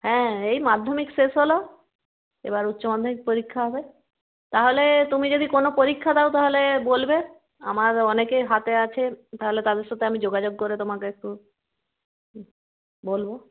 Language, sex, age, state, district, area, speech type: Bengali, female, 30-45, West Bengal, Jalpaiguri, rural, conversation